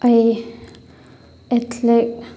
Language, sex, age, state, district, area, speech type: Manipuri, female, 30-45, Manipur, Chandel, rural, spontaneous